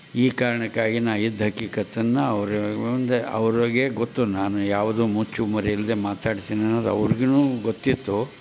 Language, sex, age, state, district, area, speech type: Kannada, male, 60+, Karnataka, Koppal, rural, spontaneous